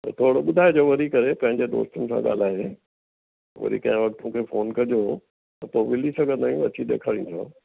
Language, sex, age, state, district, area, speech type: Sindhi, male, 60+, Delhi, South Delhi, urban, conversation